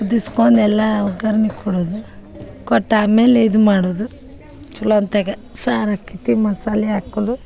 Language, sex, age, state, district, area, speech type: Kannada, female, 30-45, Karnataka, Dharwad, urban, spontaneous